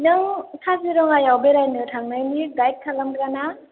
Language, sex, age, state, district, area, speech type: Bodo, female, 18-30, Assam, Chirang, rural, conversation